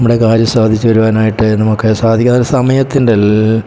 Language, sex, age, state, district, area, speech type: Malayalam, male, 60+, Kerala, Pathanamthitta, rural, spontaneous